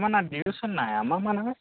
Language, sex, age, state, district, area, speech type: Telugu, male, 18-30, Telangana, Mancherial, rural, conversation